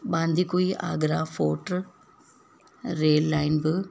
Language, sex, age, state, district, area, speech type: Sindhi, female, 45-60, Rajasthan, Ajmer, urban, spontaneous